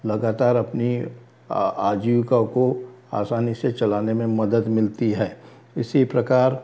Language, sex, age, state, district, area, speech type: Hindi, male, 60+, Madhya Pradesh, Balaghat, rural, spontaneous